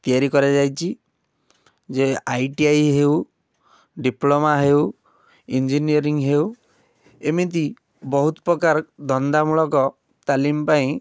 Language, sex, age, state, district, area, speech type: Odia, male, 18-30, Odisha, Cuttack, urban, spontaneous